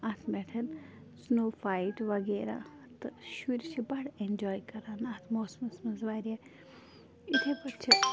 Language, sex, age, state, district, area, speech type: Kashmiri, female, 30-45, Jammu and Kashmir, Bandipora, rural, spontaneous